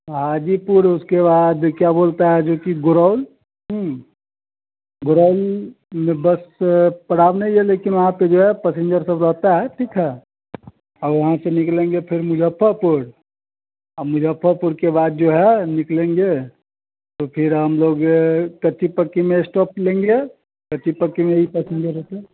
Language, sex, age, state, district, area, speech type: Hindi, male, 30-45, Bihar, Vaishali, urban, conversation